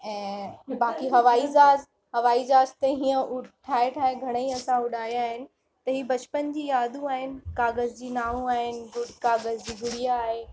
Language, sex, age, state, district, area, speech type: Sindhi, female, 45-60, Uttar Pradesh, Lucknow, rural, spontaneous